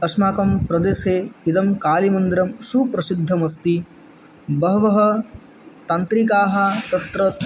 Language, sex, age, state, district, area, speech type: Sanskrit, male, 18-30, West Bengal, Bankura, urban, spontaneous